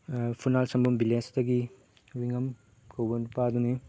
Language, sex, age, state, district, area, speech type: Manipuri, male, 18-30, Manipur, Chandel, rural, spontaneous